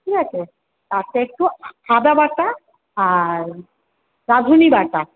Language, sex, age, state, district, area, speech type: Bengali, female, 30-45, West Bengal, Kolkata, urban, conversation